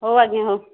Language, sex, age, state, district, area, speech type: Odia, female, 45-60, Odisha, Angul, rural, conversation